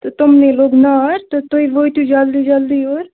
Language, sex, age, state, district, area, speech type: Kashmiri, female, 30-45, Jammu and Kashmir, Bandipora, urban, conversation